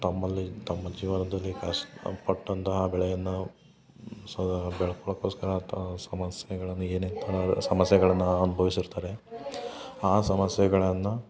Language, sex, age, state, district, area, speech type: Kannada, male, 30-45, Karnataka, Hassan, rural, spontaneous